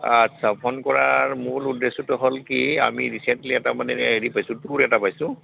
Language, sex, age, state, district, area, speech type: Assamese, male, 60+, Assam, Goalpara, rural, conversation